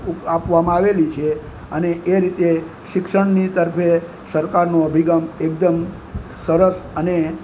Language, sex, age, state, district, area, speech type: Gujarati, male, 60+, Gujarat, Junagadh, urban, spontaneous